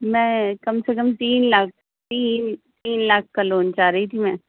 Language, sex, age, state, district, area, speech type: Urdu, female, 30-45, Uttar Pradesh, Rampur, urban, conversation